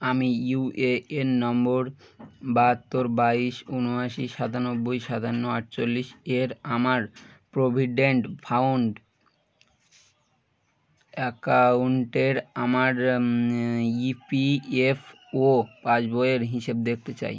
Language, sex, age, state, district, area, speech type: Bengali, male, 18-30, West Bengal, Birbhum, urban, read